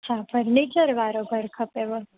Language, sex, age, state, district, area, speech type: Sindhi, female, 18-30, Gujarat, Junagadh, urban, conversation